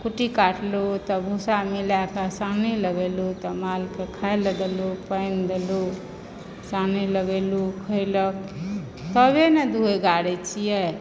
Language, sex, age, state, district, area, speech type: Maithili, female, 60+, Bihar, Supaul, urban, spontaneous